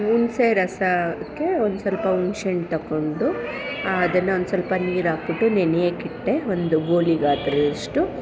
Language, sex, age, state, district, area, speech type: Kannada, female, 30-45, Karnataka, Chamarajanagar, rural, spontaneous